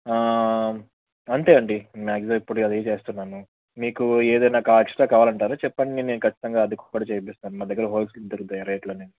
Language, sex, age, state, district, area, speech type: Telugu, male, 30-45, Andhra Pradesh, Krishna, urban, conversation